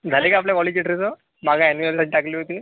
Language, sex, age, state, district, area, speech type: Marathi, male, 45-60, Maharashtra, Yavatmal, rural, conversation